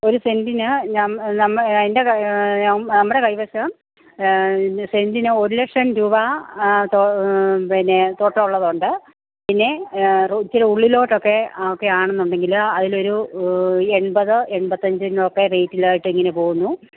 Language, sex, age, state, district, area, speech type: Malayalam, female, 45-60, Kerala, Pathanamthitta, rural, conversation